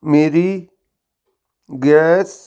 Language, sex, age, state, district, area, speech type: Punjabi, male, 45-60, Punjab, Fazilka, rural, read